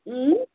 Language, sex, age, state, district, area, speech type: Kashmiri, female, 18-30, Jammu and Kashmir, Budgam, rural, conversation